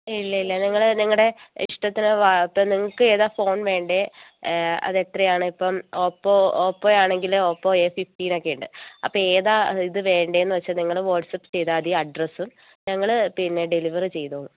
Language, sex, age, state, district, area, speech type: Malayalam, female, 45-60, Kerala, Wayanad, rural, conversation